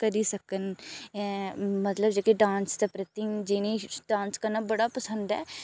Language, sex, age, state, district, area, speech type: Dogri, female, 30-45, Jammu and Kashmir, Udhampur, urban, spontaneous